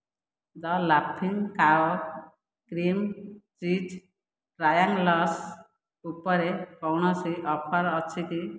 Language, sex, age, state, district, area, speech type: Odia, female, 45-60, Odisha, Khordha, rural, read